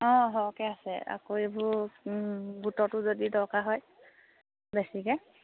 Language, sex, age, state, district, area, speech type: Assamese, female, 18-30, Assam, Sivasagar, rural, conversation